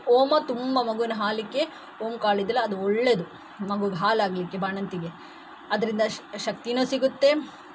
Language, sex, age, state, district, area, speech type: Kannada, female, 30-45, Karnataka, Udupi, rural, spontaneous